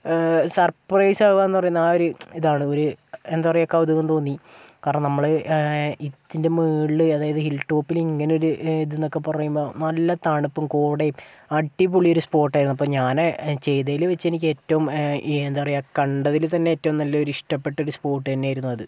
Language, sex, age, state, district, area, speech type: Malayalam, male, 18-30, Kerala, Kozhikode, urban, spontaneous